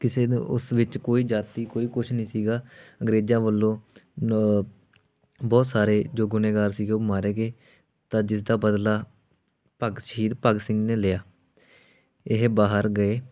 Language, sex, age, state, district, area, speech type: Punjabi, male, 18-30, Punjab, Fatehgarh Sahib, rural, spontaneous